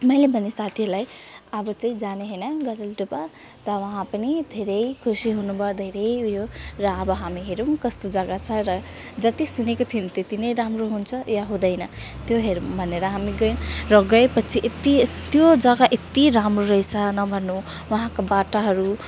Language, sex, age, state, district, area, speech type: Nepali, female, 18-30, West Bengal, Jalpaiguri, rural, spontaneous